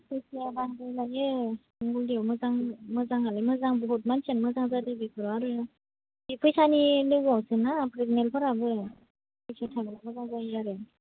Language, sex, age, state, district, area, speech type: Bodo, male, 18-30, Assam, Udalguri, rural, conversation